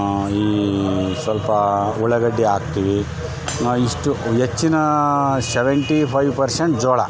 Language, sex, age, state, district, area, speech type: Kannada, male, 45-60, Karnataka, Bellary, rural, spontaneous